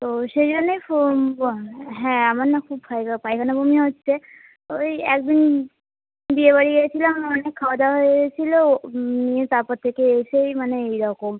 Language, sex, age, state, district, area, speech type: Bengali, female, 18-30, West Bengal, Hooghly, urban, conversation